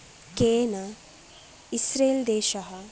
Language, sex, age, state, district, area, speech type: Sanskrit, female, 18-30, Karnataka, Dakshina Kannada, rural, spontaneous